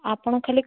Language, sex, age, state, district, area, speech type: Odia, female, 30-45, Odisha, Kalahandi, rural, conversation